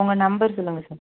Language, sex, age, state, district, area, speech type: Tamil, female, 30-45, Tamil Nadu, Cuddalore, rural, conversation